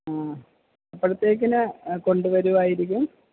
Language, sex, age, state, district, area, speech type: Malayalam, female, 60+, Kerala, Kottayam, urban, conversation